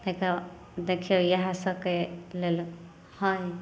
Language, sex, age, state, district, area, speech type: Maithili, female, 30-45, Bihar, Samastipur, rural, spontaneous